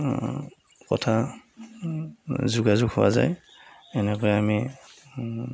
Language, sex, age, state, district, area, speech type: Assamese, male, 45-60, Assam, Darrang, rural, spontaneous